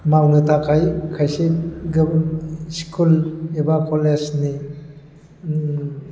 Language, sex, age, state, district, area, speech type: Bodo, male, 45-60, Assam, Baksa, urban, spontaneous